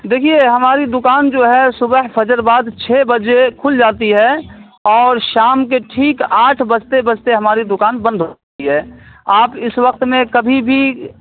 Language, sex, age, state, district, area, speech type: Urdu, male, 30-45, Bihar, Saharsa, urban, conversation